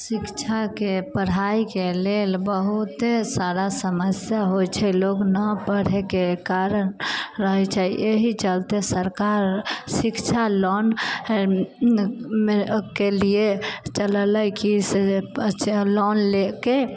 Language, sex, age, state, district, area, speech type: Maithili, female, 18-30, Bihar, Sitamarhi, rural, spontaneous